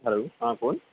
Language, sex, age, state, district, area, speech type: Marathi, male, 18-30, Maharashtra, Ratnagiri, rural, conversation